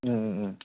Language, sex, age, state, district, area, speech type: Manipuri, male, 18-30, Manipur, Kangpokpi, urban, conversation